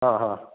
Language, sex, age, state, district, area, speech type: Malayalam, male, 18-30, Kerala, Idukki, rural, conversation